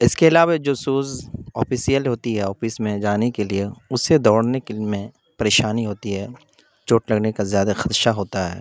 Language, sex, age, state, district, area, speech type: Urdu, male, 30-45, Bihar, Khagaria, rural, spontaneous